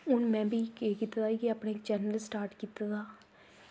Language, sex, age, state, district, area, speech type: Dogri, female, 18-30, Jammu and Kashmir, Kathua, rural, spontaneous